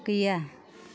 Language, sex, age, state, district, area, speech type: Bodo, female, 30-45, Assam, Kokrajhar, rural, read